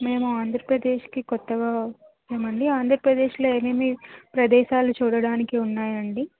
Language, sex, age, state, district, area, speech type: Telugu, female, 30-45, Andhra Pradesh, N T Rama Rao, urban, conversation